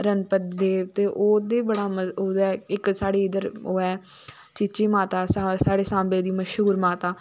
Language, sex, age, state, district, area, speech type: Dogri, female, 18-30, Jammu and Kashmir, Samba, rural, spontaneous